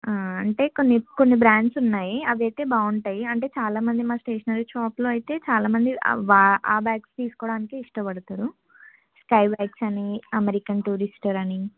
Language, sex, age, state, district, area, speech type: Telugu, female, 18-30, Telangana, Ranga Reddy, urban, conversation